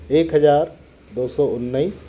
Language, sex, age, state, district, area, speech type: Hindi, male, 45-60, Madhya Pradesh, Jabalpur, urban, spontaneous